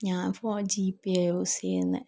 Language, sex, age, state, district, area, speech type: Malayalam, female, 18-30, Kerala, Kannur, rural, spontaneous